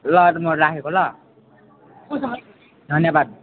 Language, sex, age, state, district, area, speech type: Nepali, male, 18-30, West Bengal, Alipurduar, urban, conversation